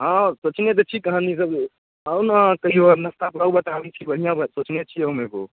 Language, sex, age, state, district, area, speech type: Maithili, male, 18-30, Bihar, Darbhanga, urban, conversation